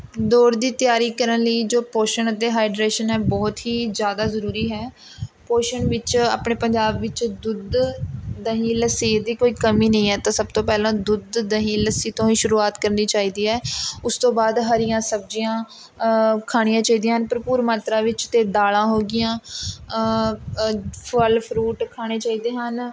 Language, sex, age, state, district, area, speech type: Punjabi, female, 18-30, Punjab, Mohali, rural, spontaneous